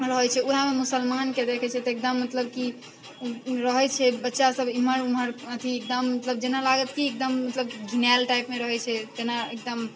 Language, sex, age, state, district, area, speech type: Maithili, female, 30-45, Bihar, Sitamarhi, rural, spontaneous